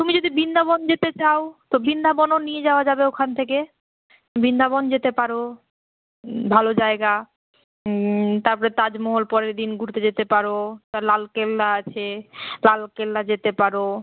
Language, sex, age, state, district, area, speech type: Bengali, female, 18-30, West Bengal, Malda, urban, conversation